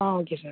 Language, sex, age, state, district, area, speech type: Tamil, male, 30-45, Tamil Nadu, Pudukkottai, rural, conversation